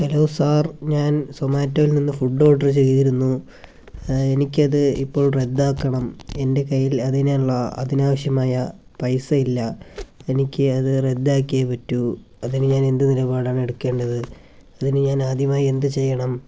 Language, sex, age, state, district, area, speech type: Malayalam, male, 18-30, Kerala, Kollam, rural, spontaneous